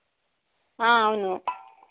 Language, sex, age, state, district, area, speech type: Telugu, female, 30-45, Telangana, Hanamkonda, rural, conversation